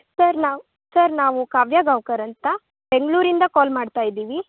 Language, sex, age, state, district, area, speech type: Kannada, female, 18-30, Karnataka, Uttara Kannada, rural, conversation